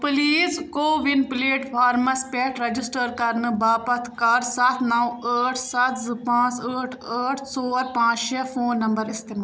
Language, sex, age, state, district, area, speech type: Kashmiri, female, 18-30, Jammu and Kashmir, Budgam, rural, read